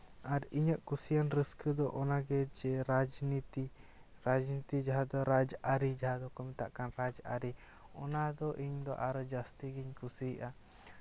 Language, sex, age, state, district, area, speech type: Santali, male, 18-30, West Bengal, Jhargram, rural, spontaneous